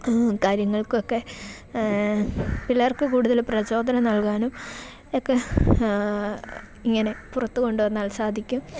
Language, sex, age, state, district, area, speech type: Malayalam, female, 18-30, Kerala, Kollam, rural, spontaneous